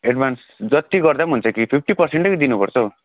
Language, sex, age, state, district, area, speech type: Nepali, male, 30-45, West Bengal, Darjeeling, rural, conversation